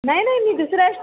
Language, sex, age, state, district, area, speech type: Marathi, female, 30-45, Maharashtra, Nanded, rural, conversation